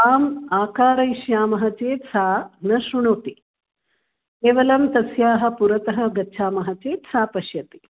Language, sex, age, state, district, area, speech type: Sanskrit, female, 60+, Karnataka, Bangalore Urban, urban, conversation